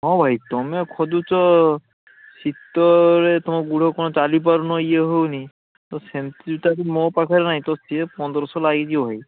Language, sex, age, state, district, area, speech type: Odia, male, 30-45, Odisha, Balasore, rural, conversation